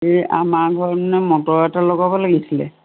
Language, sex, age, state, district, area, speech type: Assamese, female, 60+, Assam, Golaghat, urban, conversation